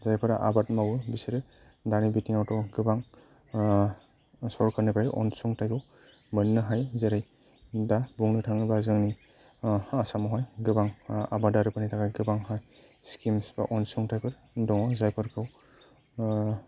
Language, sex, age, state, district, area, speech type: Bodo, male, 30-45, Assam, Kokrajhar, rural, spontaneous